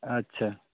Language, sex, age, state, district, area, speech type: Santali, male, 45-60, West Bengal, Purulia, rural, conversation